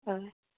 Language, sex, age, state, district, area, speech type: Goan Konkani, female, 18-30, Goa, Canacona, rural, conversation